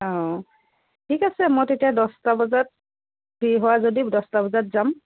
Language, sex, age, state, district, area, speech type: Assamese, female, 45-60, Assam, Biswanath, rural, conversation